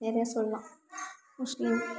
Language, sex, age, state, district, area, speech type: Tamil, female, 18-30, Tamil Nadu, Kallakurichi, urban, spontaneous